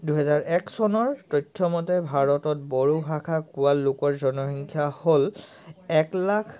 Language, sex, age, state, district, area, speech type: Assamese, male, 30-45, Assam, Sivasagar, rural, spontaneous